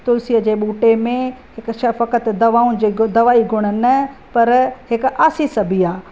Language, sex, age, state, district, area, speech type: Sindhi, female, 45-60, Maharashtra, Thane, urban, spontaneous